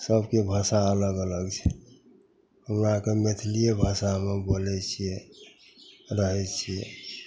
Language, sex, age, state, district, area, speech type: Maithili, male, 60+, Bihar, Madhepura, rural, spontaneous